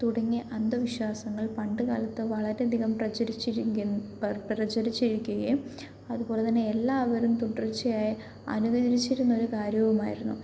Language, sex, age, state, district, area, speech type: Malayalam, female, 18-30, Kerala, Pathanamthitta, urban, spontaneous